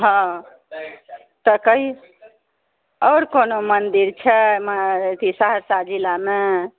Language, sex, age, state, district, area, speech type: Maithili, female, 30-45, Bihar, Saharsa, rural, conversation